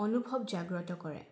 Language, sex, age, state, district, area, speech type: Assamese, female, 18-30, Assam, Udalguri, rural, spontaneous